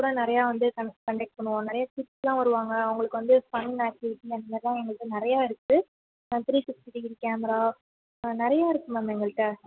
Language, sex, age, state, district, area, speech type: Tamil, female, 18-30, Tamil Nadu, Sivaganga, rural, conversation